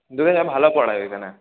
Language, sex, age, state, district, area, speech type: Bengali, male, 30-45, West Bengal, Paschim Bardhaman, urban, conversation